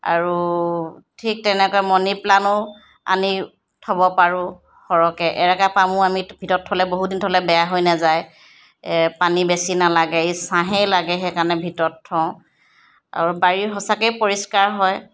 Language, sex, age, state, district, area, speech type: Assamese, female, 60+, Assam, Charaideo, urban, spontaneous